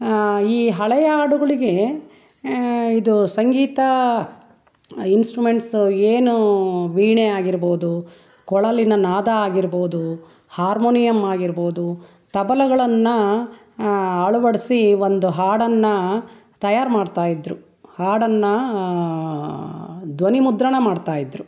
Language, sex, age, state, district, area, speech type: Kannada, female, 60+, Karnataka, Chitradurga, rural, spontaneous